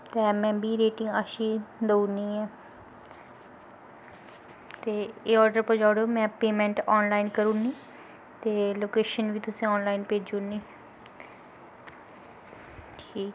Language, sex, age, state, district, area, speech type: Dogri, female, 18-30, Jammu and Kashmir, Kathua, rural, spontaneous